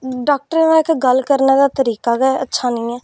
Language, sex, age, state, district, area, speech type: Dogri, female, 18-30, Jammu and Kashmir, Reasi, rural, spontaneous